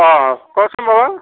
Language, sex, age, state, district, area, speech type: Assamese, male, 45-60, Assam, Kamrup Metropolitan, urban, conversation